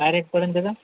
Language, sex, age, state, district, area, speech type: Marathi, male, 45-60, Maharashtra, Nanded, rural, conversation